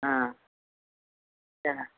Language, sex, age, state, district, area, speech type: Tamil, female, 45-60, Tamil Nadu, Thoothukudi, urban, conversation